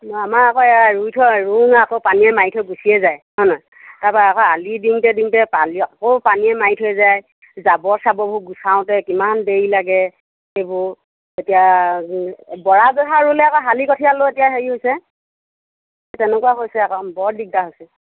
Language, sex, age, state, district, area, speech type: Assamese, female, 45-60, Assam, Sivasagar, rural, conversation